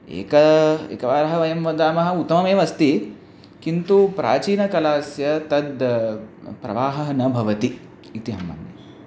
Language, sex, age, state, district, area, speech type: Sanskrit, male, 18-30, Punjab, Amritsar, urban, spontaneous